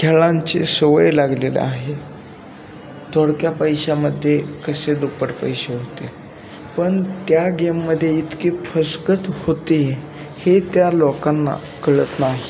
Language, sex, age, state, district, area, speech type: Marathi, male, 18-30, Maharashtra, Satara, rural, spontaneous